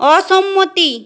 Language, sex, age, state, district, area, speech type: Bengali, female, 30-45, West Bengal, Nadia, rural, read